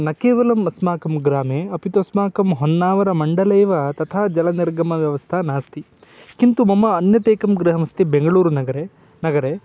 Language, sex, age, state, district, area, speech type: Sanskrit, male, 18-30, Karnataka, Uttara Kannada, rural, spontaneous